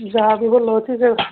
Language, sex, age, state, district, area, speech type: Odia, female, 45-60, Odisha, Angul, rural, conversation